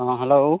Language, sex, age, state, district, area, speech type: Santali, male, 45-60, Odisha, Mayurbhanj, rural, conversation